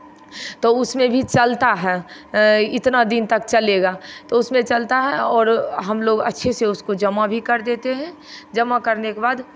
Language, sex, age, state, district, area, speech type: Hindi, female, 45-60, Bihar, Begusarai, rural, spontaneous